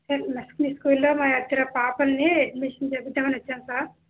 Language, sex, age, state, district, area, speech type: Telugu, female, 30-45, Andhra Pradesh, Visakhapatnam, urban, conversation